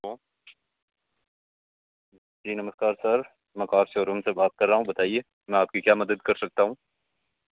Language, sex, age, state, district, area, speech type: Hindi, male, 18-30, Rajasthan, Nagaur, rural, conversation